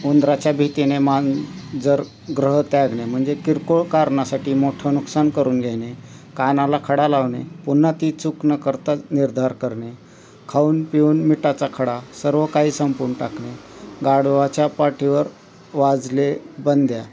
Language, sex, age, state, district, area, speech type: Marathi, male, 45-60, Maharashtra, Osmanabad, rural, spontaneous